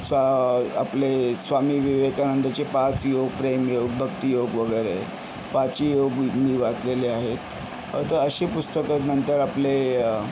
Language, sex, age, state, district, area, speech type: Marathi, male, 30-45, Maharashtra, Yavatmal, urban, spontaneous